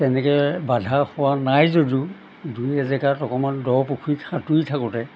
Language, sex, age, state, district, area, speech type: Assamese, male, 60+, Assam, Golaghat, urban, spontaneous